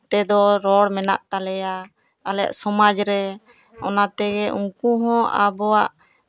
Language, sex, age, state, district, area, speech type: Santali, female, 30-45, West Bengal, Jhargram, rural, spontaneous